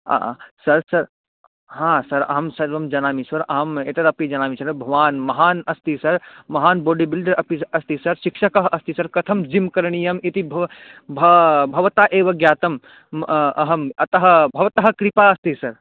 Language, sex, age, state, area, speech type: Sanskrit, male, 18-30, Haryana, rural, conversation